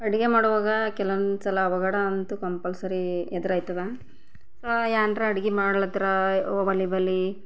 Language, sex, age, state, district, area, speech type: Kannada, female, 30-45, Karnataka, Bidar, rural, spontaneous